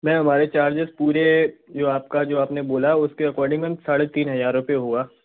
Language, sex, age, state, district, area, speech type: Hindi, male, 18-30, Madhya Pradesh, Gwalior, rural, conversation